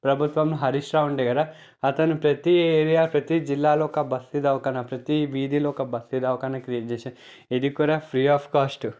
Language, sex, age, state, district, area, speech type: Telugu, male, 30-45, Telangana, Peddapalli, rural, spontaneous